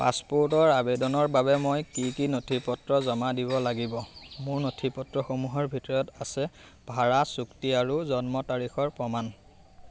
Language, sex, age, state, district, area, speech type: Assamese, male, 18-30, Assam, Majuli, urban, read